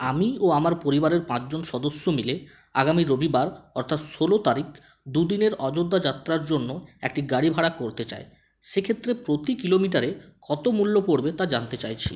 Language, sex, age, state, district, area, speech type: Bengali, male, 18-30, West Bengal, Purulia, rural, spontaneous